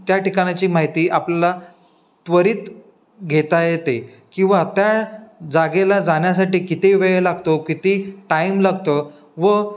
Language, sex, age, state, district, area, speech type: Marathi, male, 18-30, Maharashtra, Ratnagiri, rural, spontaneous